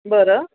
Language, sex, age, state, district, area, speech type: Marathi, female, 45-60, Maharashtra, Pune, urban, conversation